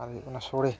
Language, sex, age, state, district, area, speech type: Santali, male, 18-30, West Bengal, Dakshin Dinajpur, rural, spontaneous